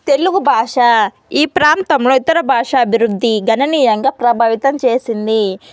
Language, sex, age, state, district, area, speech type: Telugu, female, 18-30, Andhra Pradesh, Nellore, rural, spontaneous